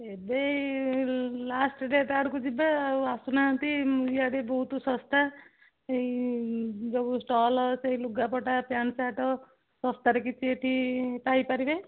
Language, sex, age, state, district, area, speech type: Odia, female, 60+, Odisha, Jharsuguda, rural, conversation